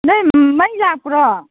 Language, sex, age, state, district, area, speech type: Manipuri, female, 45-60, Manipur, Kangpokpi, urban, conversation